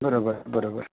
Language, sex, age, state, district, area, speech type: Goan Konkani, male, 45-60, Goa, Ponda, rural, conversation